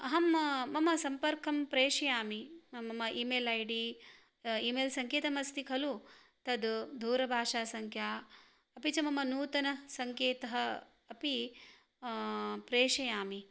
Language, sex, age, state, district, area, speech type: Sanskrit, female, 30-45, Karnataka, Shimoga, rural, spontaneous